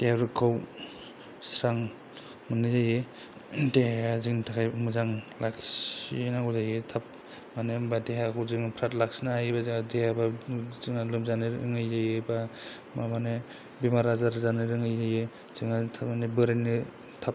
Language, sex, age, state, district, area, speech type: Bodo, male, 30-45, Assam, Kokrajhar, rural, spontaneous